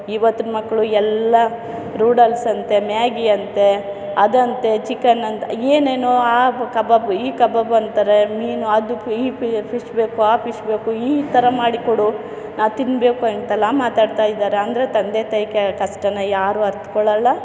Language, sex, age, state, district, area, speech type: Kannada, female, 45-60, Karnataka, Chamarajanagar, rural, spontaneous